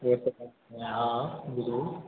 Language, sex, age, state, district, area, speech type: Hindi, male, 18-30, Bihar, Begusarai, rural, conversation